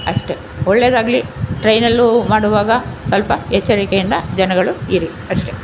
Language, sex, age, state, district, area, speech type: Kannada, female, 60+, Karnataka, Chamarajanagar, urban, spontaneous